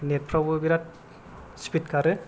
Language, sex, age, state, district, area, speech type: Bodo, male, 18-30, Assam, Kokrajhar, rural, spontaneous